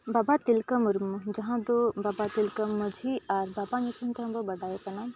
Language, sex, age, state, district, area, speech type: Santali, female, 18-30, Jharkhand, Bokaro, rural, spontaneous